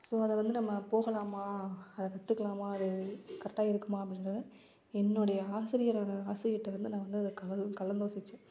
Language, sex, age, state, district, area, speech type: Tamil, female, 18-30, Tamil Nadu, Sivaganga, rural, spontaneous